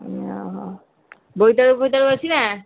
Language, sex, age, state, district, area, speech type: Odia, female, 45-60, Odisha, Angul, rural, conversation